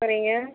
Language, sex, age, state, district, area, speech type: Tamil, female, 30-45, Tamil Nadu, Namakkal, rural, conversation